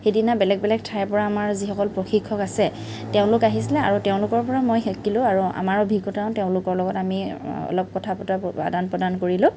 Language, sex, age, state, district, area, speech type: Assamese, female, 30-45, Assam, Kamrup Metropolitan, urban, spontaneous